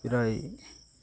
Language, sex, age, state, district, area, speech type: Bengali, male, 30-45, West Bengal, Birbhum, urban, spontaneous